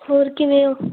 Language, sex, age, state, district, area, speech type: Punjabi, female, 18-30, Punjab, Muktsar, urban, conversation